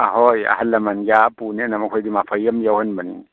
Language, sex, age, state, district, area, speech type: Manipuri, male, 30-45, Manipur, Kakching, rural, conversation